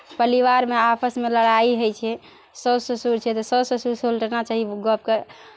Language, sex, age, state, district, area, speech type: Maithili, female, 30-45, Bihar, Araria, rural, spontaneous